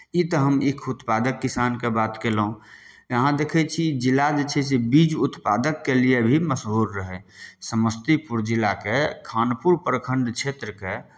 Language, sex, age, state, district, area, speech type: Maithili, male, 30-45, Bihar, Samastipur, urban, spontaneous